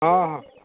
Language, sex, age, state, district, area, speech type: Odia, male, 18-30, Odisha, Mayurbhanj, rural, conversation